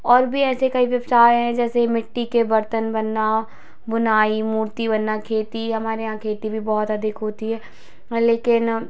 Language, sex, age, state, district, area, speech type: Hindi, female, 18-30, Madhya Pradesh, Hoshangabad, urban, spontaneous